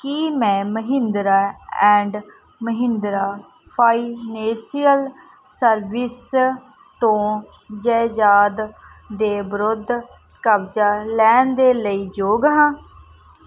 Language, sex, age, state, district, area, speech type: Punjabi, female, 18-30, Punjab, Barnala, rural, read